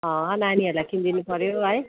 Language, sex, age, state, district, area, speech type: Nepali, female, 30-45, West Bengal, Kalimpong, rural, conversation